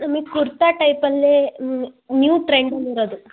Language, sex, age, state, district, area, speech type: Kannada, female, 18-30, Karnataka, Tumkur, urban, conversation